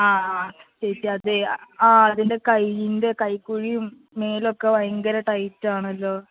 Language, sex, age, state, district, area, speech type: Malayalam, female, 30-45, Kerala, Palakkad, urban, conversation